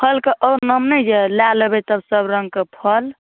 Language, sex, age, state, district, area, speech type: Maithili, male, 18-30, Bihar, Saharsa, rural, conversation